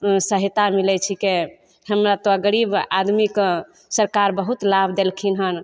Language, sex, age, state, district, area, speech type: Maithili, female, 30-45, Bihar, Begusarai, rural, spontaneous